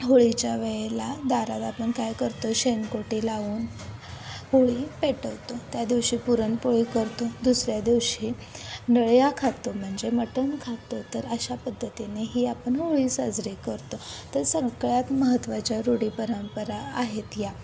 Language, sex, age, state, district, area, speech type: Marathi, female, 18-30, Maharashtra, Kolhapur, rural, spontaneous